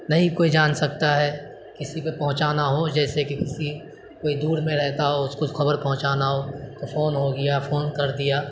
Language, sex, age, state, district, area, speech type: Urdu, male, 30-45, Bihar, Supaul, rural, spontaneous